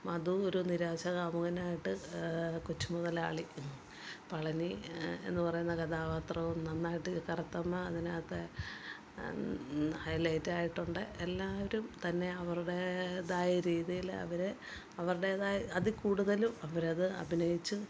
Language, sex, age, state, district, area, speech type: Malayalam, female, 45-60, Kerala, Kottayam, rural, spontaneous